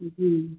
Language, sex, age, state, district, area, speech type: Hindi, female, 45-60, Uttar Pradesh, Sitapur, rural, conversation